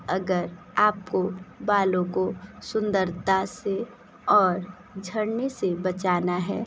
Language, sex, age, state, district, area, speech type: Hindi, female, 30-45, Uttar Pradesh, Sonbhadra, rural, spontaneous